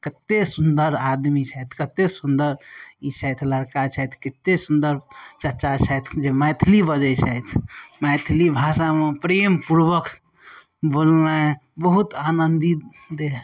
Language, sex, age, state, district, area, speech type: Maithili, male, 30-45, Bihar, Darbhanga, rural, spontaneous